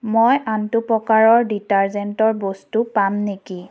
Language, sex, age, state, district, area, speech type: Assamese, female, 30-45, Assam, Biswanath, rural, read